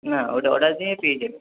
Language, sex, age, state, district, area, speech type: Bengali, male, 18-30, West Bengal, Purulia, urban, conversation